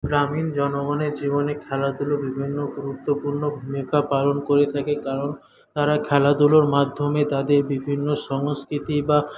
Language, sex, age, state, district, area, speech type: Bengali, male, 18-30, West Bengal, Paschim Medinipur, rural, spontaneous